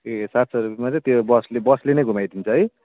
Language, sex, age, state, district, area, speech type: Nepali, male, 30-45, West Bengal, Jalpaiguri, urban, conversation